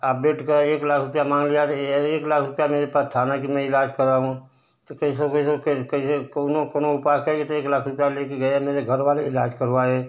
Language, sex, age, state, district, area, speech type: Hindi, male, 60+, Uttar Pradesh, Ghazipur, rural, spontaneous